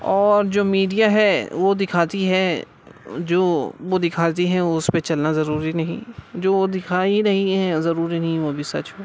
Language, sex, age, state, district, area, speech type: Urdu, male, 18-30, Uttar Pradesh, Gautam Buddha Nagar, rural, spontaneous